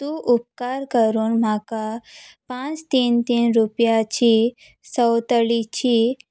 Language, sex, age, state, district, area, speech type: Goan Konkani, female, 18-30, Goa, Salcete, rural, read